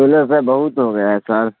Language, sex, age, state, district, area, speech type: Urdu, male, 18-30, Bihar, Supaul, rural, conversation